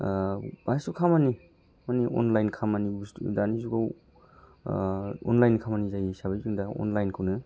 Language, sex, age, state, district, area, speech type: Bodo, male, 30-45, Assam, Kokrajhar, rural, spontaneous